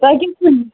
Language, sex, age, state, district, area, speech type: Kashmiri, female, 30-45, Jammu and Kashmir, Anantnag, rural, conversation